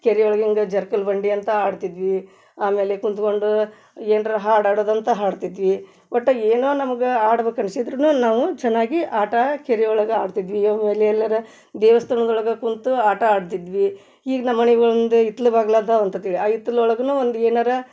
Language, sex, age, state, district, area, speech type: Kannada, female, 30-45, Karnataka, Gadag, rural, spontaneous